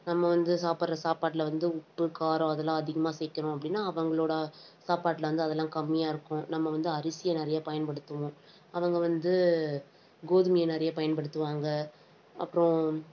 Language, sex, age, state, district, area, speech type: Tamil, female, 18-30, Tamil Nadu, Tiruvannamalai, urban, spontaneous